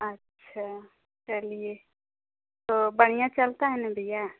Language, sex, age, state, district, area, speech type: Hindi, female, 30-45, Uttar Pradesh, Ghazipur, rural, conversation